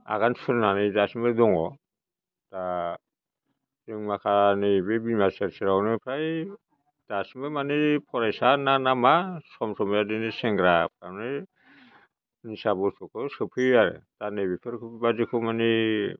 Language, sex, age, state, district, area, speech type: Bodo, male, 60+, Assam, Chirang, rural, spontaneous